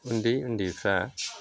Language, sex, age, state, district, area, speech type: Bodo, male, 60+, Assam, Chirang, urban, spontaneous